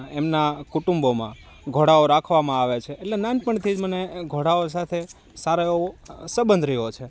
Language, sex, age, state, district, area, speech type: Gujarati, male, 30-45, Gujarat, Rajkot, rural, spontaneous